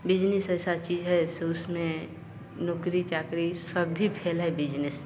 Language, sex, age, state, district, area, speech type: Hindi, female, 30-45, Bihar, Vaishali, rural, spontaneous